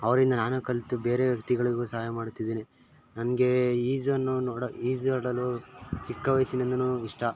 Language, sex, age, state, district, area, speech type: Kannada, male, 18-30, Karnataka, Mysore, urban, spontaneous